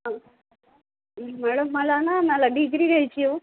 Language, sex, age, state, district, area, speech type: Marathi, female, 45-60, Maharashtra, Nanded, urban, conversation